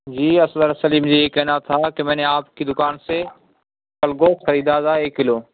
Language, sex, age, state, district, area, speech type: Urdu, male, 18-30, Uttar Pradesh, Saharanpur, urban, conversation